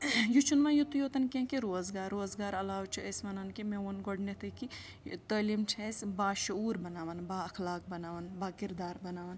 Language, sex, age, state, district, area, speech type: Kashmiri, female, 30-45, Jammu and Kashmir, Srinagar, rural, spontaneous